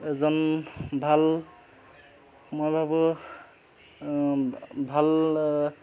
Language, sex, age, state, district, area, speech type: Assamese, male, 30-45, Assam, Dhemaji, urban, spontaneous